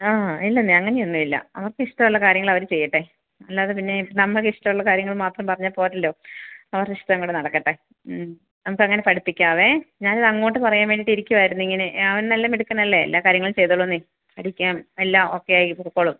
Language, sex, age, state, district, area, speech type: Malayalam, female, 30-45, Kerala, Idukki, rural, conversation